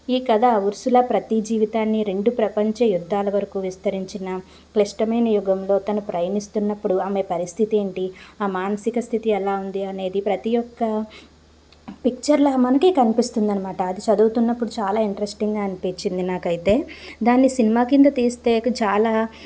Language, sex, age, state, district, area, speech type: Telugu, female, 30-45, Andhra Pradesh, Palnadu, rural, spontaneous